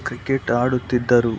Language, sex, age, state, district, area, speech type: Kannada, male, 30-45, Karnataka, Dakshina Kannada, rural, spontaneous